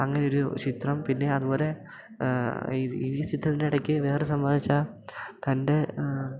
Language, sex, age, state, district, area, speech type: Malayalam, male, 18-30, Kerala, Idukki, rural, spontaneous